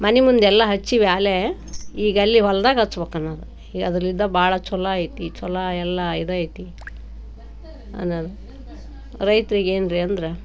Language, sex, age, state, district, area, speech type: Kannada, female, 60+, Karnataka, Koppal, rural, spontaneous